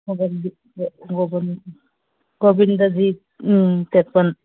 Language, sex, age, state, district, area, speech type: Manipuri, female, 60+, Manipur, Churachandpur, urban, conversation